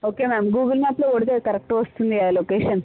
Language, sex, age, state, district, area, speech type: Telugu, female, 45-60, Andhra Pradesh, Visakhapatnam, urban, conversation